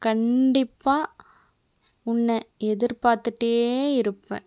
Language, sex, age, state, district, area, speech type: Tamil, female, 18-30, Tamil Nadu, Tirupattur, urban, read